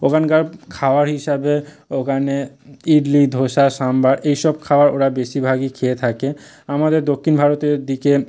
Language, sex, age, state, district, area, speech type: Bengali, male, 30-45, West Bengal, South 24 Parganas, rural, spontaneous